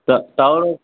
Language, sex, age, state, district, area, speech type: Maithili, male, 18-30, Bihar, Samastipur, rural, conversation